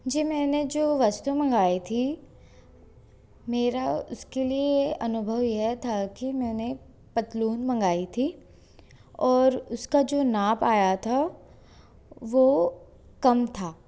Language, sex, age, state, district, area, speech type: Hindi, female, 18-30, Madhya Pradesh, Bhopal, urban, spontaneous